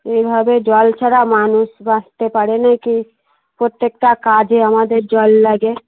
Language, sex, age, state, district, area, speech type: Bengali, female, 30-45, West Bengal, Darjeeling, urban, conversation